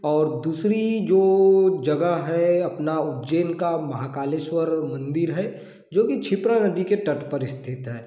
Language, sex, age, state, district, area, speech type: Hindi, male, 18-30, Madhya Pradesh, Balaghat, rural, spontaneous